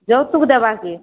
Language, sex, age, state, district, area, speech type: Odia, female, 45-60, Odisha, Balangir, urban, conversation